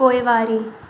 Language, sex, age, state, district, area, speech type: Sindhi, female, 18-30, Maharashtra, Mumbai Suburban, urban, read